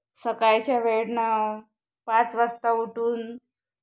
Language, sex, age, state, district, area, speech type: Marathi, female, 30-45, Maharashtra, Wardha, rural, spontaneous